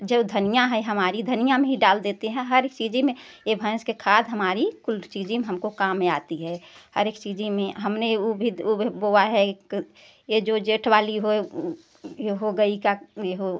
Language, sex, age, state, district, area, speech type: Hindi, female, 60+, Uttar Pradesh, Prayagraj, urban, spontaneous